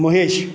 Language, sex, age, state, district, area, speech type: Goan Konkani, male, 60+, Goa, Canacona, rural, spontaneous